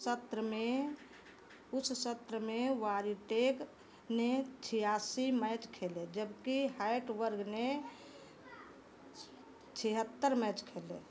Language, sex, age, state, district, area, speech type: Hindi, female, 60+, Uttar Pradesh, Sitapur, rural, read